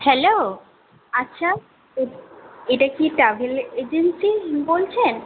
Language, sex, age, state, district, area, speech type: Bengali, female, 18-30, West Bengal, Kolkata, urban, conversation